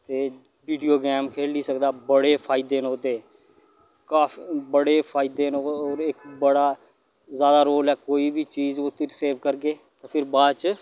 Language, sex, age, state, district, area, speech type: Dogri, male, 30-45, Jammu and Kashmir, Udhampur, rural, spontaneous